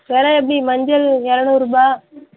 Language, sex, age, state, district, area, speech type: Tamil, female, 30-45, Tamil Nadu, Tiruvannamalai, rural, conversation